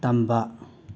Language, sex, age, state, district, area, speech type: Manipuri, male, 18-30, Manipur, Imphal West, rural, read